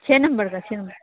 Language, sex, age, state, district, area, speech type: Urdu, female, 18-30, Bihar, Saharsa, rural, conversation